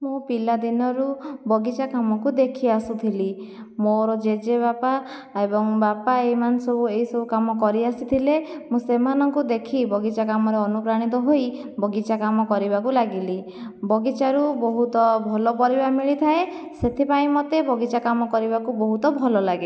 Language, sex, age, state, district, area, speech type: Odia, female, 30-45, Odisha, Jajpur, rural, spontaneous